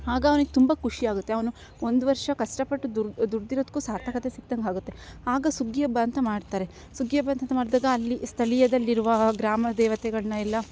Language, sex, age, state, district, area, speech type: Kannada, female, 18-30, Karnataka, Chikkamagaluru, rural, spontaneous